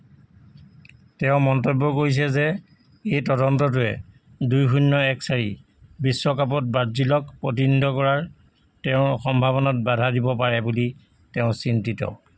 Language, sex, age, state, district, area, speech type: Assamese, male, 45-60, Assam, Jorhat, urban, read